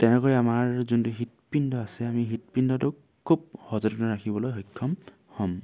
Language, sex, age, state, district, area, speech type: Assamese, male, 18-30, Assam, Dhemaji, rural, spontaneous